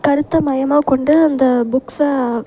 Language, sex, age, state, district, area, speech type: Tamil, female, 18-30, Tamil Nadu, Thanjavur, urban, spontaneous